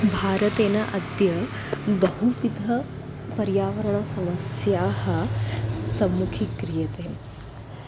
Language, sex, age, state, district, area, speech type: Sanskrit, female, 30-45, Maharashtra, Nagpur, urban, spontaneous